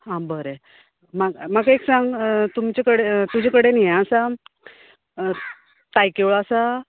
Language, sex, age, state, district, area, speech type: Goan Konkani, female, 45-60, Goa, Canacona, rural, conversation